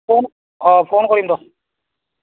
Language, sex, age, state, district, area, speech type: Assamese, male, 30-45, Assam, Barpeta, rural, conversation